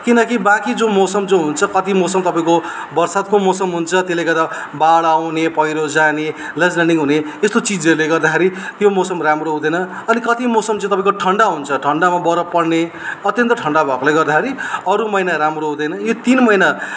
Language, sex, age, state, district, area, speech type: Nepali, male, 30-45, West Bengal, Darjeeling, rural, spontaneous